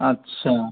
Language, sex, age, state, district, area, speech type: Bengali, male, 18-30, West Bengal, North 24 Parganas, urban, conversation